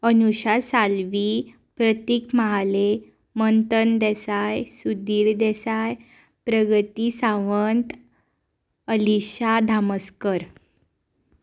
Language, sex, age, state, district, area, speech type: Goan Konkani, female, 18-30, Goa, Ponda, rural, spontaneous